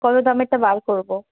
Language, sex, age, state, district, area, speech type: Bengali, female, 18-30, West Bengal, South 24 Parganas, rural, conversation